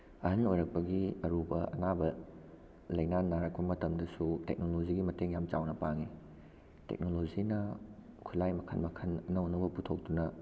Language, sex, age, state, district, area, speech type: Manipuri, male, 18-30, Manipur, Bishnupur, rural, spontaneous